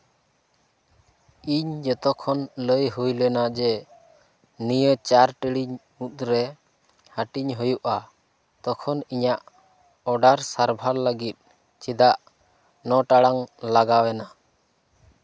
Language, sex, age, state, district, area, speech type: Santali, male, 18-30, West Bengal, Bankura, rural, read